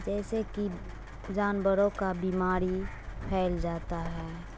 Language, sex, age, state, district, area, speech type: Urdu, female, 45-60, Bihar, Darbhanga, rural, spontaneous